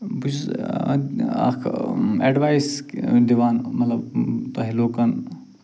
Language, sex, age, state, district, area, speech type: Kashmiri, male, 45-60, Jammu and Kashmir, Ganderbal, rural, spontaneous